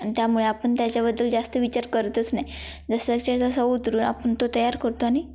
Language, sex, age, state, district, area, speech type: Marathi, female, 18-30, Maharashtra, Kolhapur, rural, spontaneous